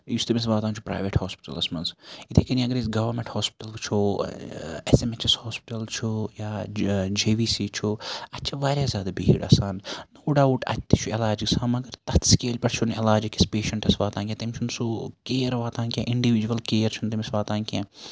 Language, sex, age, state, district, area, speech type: Kashmiri, male, 45-60, Jammu and Kashmir, Srinagar, urban, spontaneous